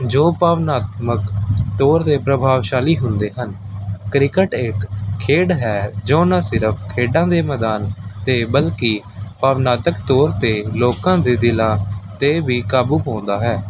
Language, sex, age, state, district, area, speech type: Punjabi, male, 18-30, Punjab, Patiala, urban, spontaneous